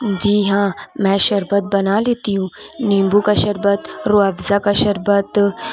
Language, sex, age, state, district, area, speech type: Urdu, female, 30-45, Uttar Pradesh, Lucknow, rural, spontaneous